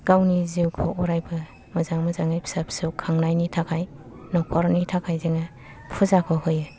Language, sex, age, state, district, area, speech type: Bodo, female, 45-60, Assam, Kokrajhar, rural, spontaneous